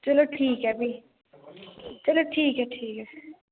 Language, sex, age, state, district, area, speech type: Dogri, female, 18-30, Jammu and Kashmir, Reasi, rural, conversation